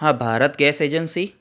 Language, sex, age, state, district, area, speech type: Gujarati, male, 30-45, Gujarat, Anand, urban, spontaneous